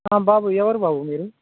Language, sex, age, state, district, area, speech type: Telugu, male, 18-30, Telangana, Khammam, urban, conversation